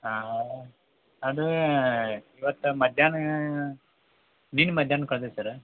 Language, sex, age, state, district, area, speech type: Kannada, male, 30-45, Karnataka, Belgaum, rural, conversation